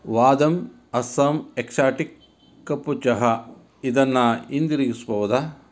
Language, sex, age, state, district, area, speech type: Kannada, male, 45-60, Karnataka, Davanagere, rural, read